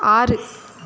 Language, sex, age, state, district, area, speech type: Tamil, female, 18-30, Tamil Nadu, Thoothukudi, rural, read